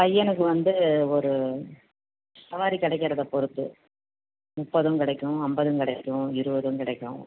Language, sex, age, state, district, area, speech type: Tamil, female, 60+, Tamil Nadu, Tenkasi, urban, conversation